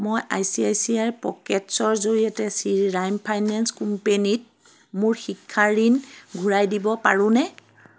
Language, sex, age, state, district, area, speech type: Assamese, female, 30-45, Assam, Biswanath, rural, read